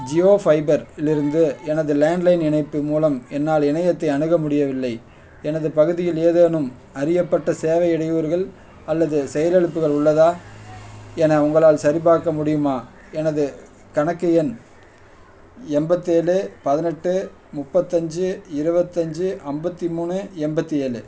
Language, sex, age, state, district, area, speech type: Tamil, male, 45-60, Tamil Nadu, Perambalur, rural, read